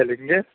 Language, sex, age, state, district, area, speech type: Urdu, male, 18-30, Delhi, Central Delhi, urban, conversation